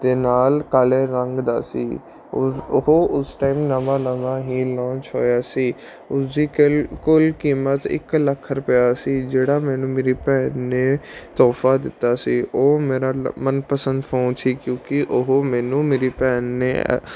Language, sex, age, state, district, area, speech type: Punjabi, male, 18-30, Punjab, Patiala, urban, spontaneous